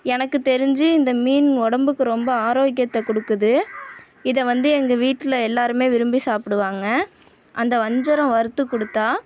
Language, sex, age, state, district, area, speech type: Tamil, female, 30-45, Tamil Nadu, Tiruvarur, rural, spontaneous